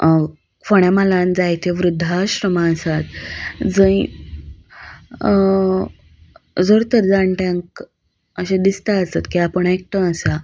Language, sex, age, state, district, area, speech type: Goan Konkani, female, 18-30, Goa, Ponda, rural, spontaneous